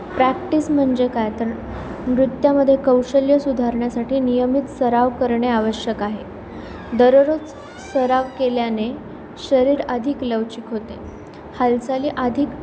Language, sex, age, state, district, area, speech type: Marathi, female, 18-30, Maharashtra, Nanded, rural, spontaneous